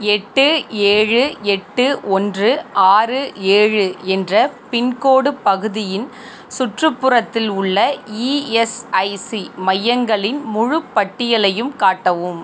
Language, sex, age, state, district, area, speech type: Tamil, female, 30-45, Tamil Nadu, Sivaganga, rural, read